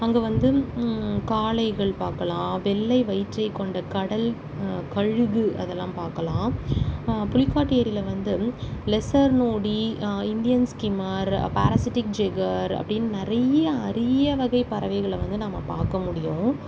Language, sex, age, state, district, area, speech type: Tamil, female, 30-45, Tamil Nadu, Chennai, urban, spontaneous